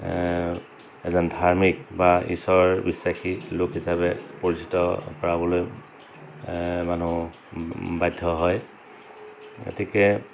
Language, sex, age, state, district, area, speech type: Assamese, male, 45-60, Assam, Dhemaji, rural, spontaneous